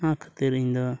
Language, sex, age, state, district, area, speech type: Santali, male, 18-30, Jharkhand, Pakur, rural, spontaneous